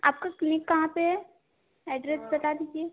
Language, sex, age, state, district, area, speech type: Hindi, female, 18-30, Madhya Pradesh, Chhindwara, urban, conversation